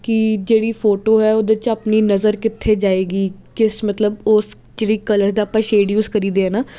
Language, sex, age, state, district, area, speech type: Punjabi, female, 18-30, Punjab, Jalandhar, urban, spontaneous